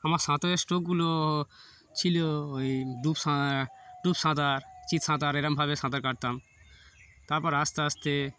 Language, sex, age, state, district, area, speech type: Bengali, male, 30-45, West Bengal, Darjeeling, urban, spontaneous